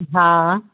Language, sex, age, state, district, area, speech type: Sindhi, female, 60+, Maharashtra, Ahmednagar, urban, conversation